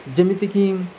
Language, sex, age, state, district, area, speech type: Odia, male, 45-60, Odisha, Nabarangpur, rural, spontaneous